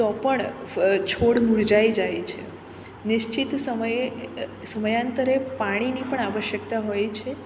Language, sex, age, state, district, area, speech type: Gujarati, female, 18-30, Gujarat, Surat, urban, spontaneous